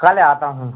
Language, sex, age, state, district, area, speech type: Hindi, male, 30-45, Madhya Pradesh, Seoni, urban, conversation